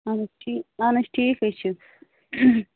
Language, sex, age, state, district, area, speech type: Kashmiri, female, 30-45, Jammu and Kashmir, Bandipora, rural, conversation